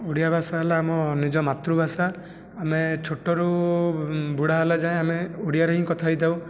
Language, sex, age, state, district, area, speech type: Odia, male, 18-30, Odisha, Jajpur, rural, spontaneous